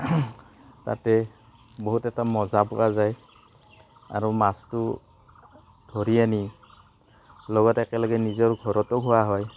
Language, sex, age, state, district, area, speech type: Assamese, male, 30-45, Assam, Barpeta, rural, spontaneous